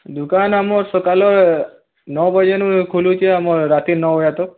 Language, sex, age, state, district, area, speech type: Odia, male, 18-30, Odisha, Subarnapur, urban, conversation